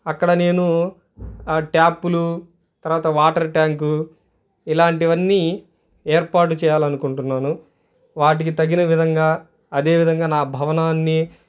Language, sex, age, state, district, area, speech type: Telugu, male, 30-45, Andhra Pradesh, Guntur, urban, spontaneous